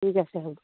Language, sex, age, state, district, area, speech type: Assamese, female, 60+, Assam, Dibrugarh, rural, conversation